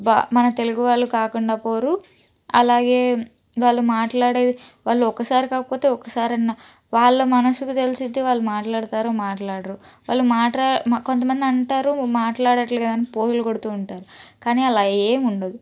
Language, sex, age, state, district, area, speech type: Telugu, female, 30-45, Andhra Pradesh, Guntur, urban, spontaneous